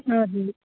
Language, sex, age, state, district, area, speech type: Nepali, female, 30-45, West Bengal, Jalpaiguri, urban, conversation